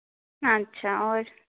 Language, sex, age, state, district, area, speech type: Dogri, female, 18-30, Jammu and Kashmir, Kathua, rural, conversation